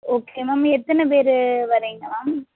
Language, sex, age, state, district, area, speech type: Tamil, female, 18-30, Tamil Nadu, Tirunelveli, urban, conversation